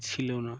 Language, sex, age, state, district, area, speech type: Bengali, male, 30-45, West Bengal, Birbhum, urban, spontaneous